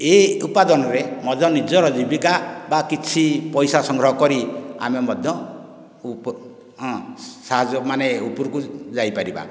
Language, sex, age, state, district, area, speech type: Odia, male, 60+, Odisha, Nayagarh, rural, spontaneous